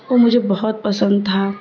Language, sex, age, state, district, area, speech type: Urdu, female, 30-45, Bihar, Darbhanga, urban, spontaneous